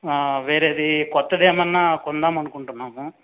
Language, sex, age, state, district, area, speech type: Telugu, male, 30-45, Andhra Pradesh, Chittoor, urban, conversation